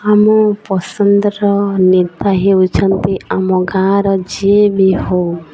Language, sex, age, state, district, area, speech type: Odia, female, 18-30, Odisha, Nuapada, urban, spontaneous